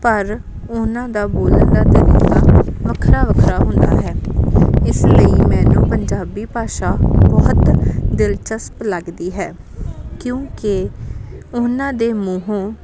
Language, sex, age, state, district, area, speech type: Punjabi, female, 18-30, Punjab, Amritsar, rural, spontaneous